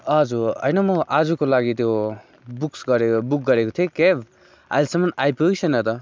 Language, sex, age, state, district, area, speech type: Nepali, male, 18-30, West Bengal, Darjeeling, rural, spontaneous